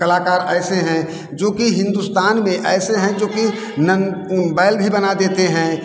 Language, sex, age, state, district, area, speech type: Hindi, male, 60+, Uttar Pradesh, Mirzapur, urban, spontaneous